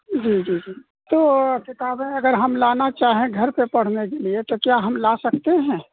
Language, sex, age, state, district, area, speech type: Urdu, male, 30-45, Bihar, Purnia, rural, conversation